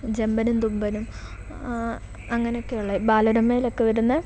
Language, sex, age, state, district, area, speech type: Malayalam, female, 18-30, Kerala, Kollam, rural, spontaneous